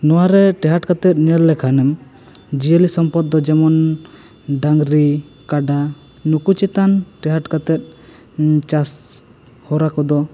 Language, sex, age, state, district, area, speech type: Santali, male, 18-30, West Bengal, Bankura, rural, spontaneous